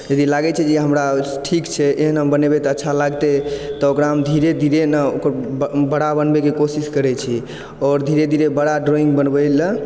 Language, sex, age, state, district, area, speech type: Maithili, male, 18-30, Bihar, Supaul, rural, spontaneous